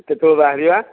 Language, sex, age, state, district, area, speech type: Odia, male, 45-60, Odisha, Dhenkanal, rural, conversation